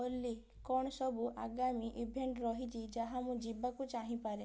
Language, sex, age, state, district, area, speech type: Odia, female, 18-30, Odisha, Balasore, rural, read